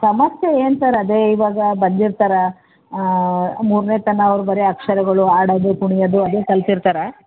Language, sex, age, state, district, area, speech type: Kannada, female, 45-60, Karnataka, Gulbarga, urban, conversation